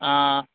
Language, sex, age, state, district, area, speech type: Urdu, male, 18-30, Bihar, Purnia, rural, conversation